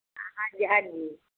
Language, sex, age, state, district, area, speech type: Punjabi, female, 45-60, Punjab, Firozpur, rural, conversation